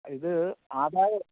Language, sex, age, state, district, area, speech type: Malayalam, male, 45-60, Kerala, Kottayam, rural, conversation